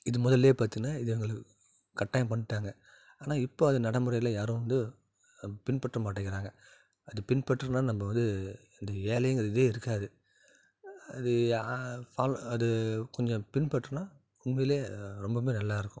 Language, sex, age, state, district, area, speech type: Tamil, male, 30-45, Tamil Nadu, Salem, urban, spontaneous